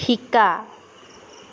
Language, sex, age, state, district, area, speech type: Assamese, female, 18-30, Assam, Sonitpur, rural, read